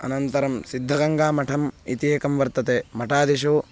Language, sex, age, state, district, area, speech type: Sanskrit, male, 18-30, Karnataka, Bangalore Rural, urban, spontaneous